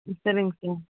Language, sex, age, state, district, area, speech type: Tamil, female, 30-45, Tamil Nadu, Krishnagiri, rural, conversation